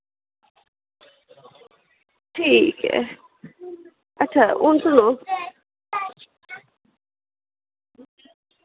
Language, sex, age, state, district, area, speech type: Dogri, female, 30-45, Jammu and Kashmir, Jammu, urban, conversation